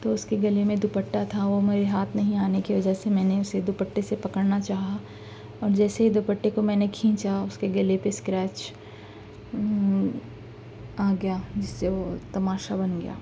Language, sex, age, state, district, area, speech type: Urdu, female, 30-45, Telangana, Hyderabad, urban, spontaneous